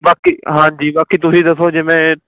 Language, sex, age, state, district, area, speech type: Punjabi, male, 18-30, Punjab, Fatehgarh Sahib, rural, conversation